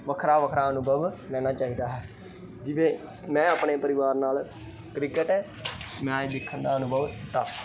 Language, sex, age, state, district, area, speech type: Punjabi, male, 18-30, Punjab, Pathankot, urban, spontaneous